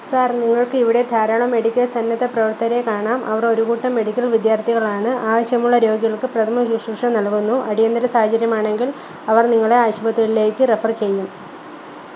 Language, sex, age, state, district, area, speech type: Malayalam, female, 30-45, Kerala, Kollam, rural, read